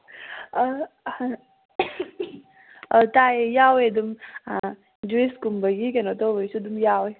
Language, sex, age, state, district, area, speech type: Manipuri, female, 18-30, Manipur, Kangpokpi, urban, conversation